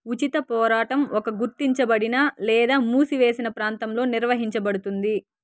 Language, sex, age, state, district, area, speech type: Telugu, female, 18-30, Andhra Pradesh, Sri Balaji, rural, read